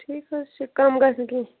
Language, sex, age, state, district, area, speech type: Kashmiri, female, 30-45, Jammu and Kashmir, Bandipora, rural, conversation